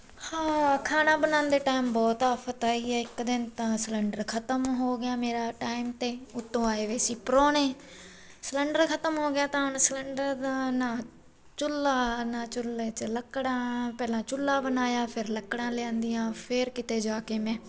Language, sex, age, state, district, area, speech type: Punjabi, female, 30-45, Punjab, Mansa, urban, spontaneous